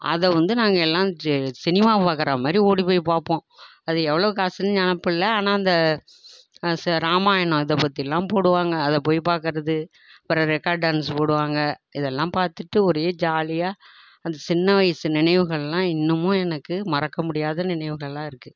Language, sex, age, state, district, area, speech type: Tamil, female, 60+, Tamil Nadu, Tiruvarur, rural, spontaneous